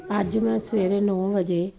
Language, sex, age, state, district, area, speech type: Punjabi, female, 45-60, Punjab, Kapurthala, urban, spontaneous